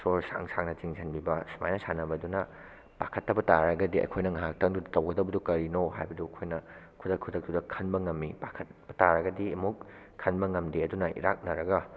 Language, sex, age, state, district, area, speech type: Manipuri, male, 18-30, Manipur, Bishnupur, rural, spontaneous